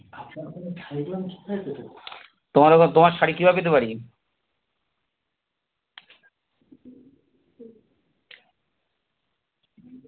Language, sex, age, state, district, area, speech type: Bengali, male, 30-45, West Bengal, Howrah, urban, conversation